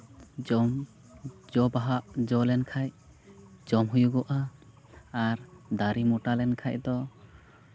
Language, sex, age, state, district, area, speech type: Santali, male, 18-30, West Bengal, Uttar Dinajpur, rural, spontaneous